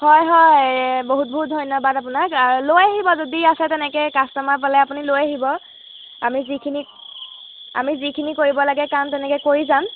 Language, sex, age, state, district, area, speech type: Assamese, female, 18-30, Assam, Golaghat, rural, conversation